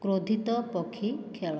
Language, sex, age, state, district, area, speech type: Odia, female, 18-30, Odisha, Boudh, rural, read